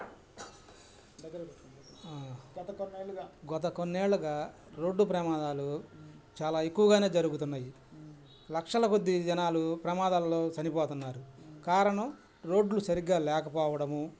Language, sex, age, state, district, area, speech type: Telugu, male, 60+, Andhra Pradesh, Bapatla, urban, spontaneous